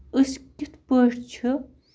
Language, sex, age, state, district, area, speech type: Kashmiri, female, 30-45, Jammu and Kashmir, Baramulla, rural, spontaneous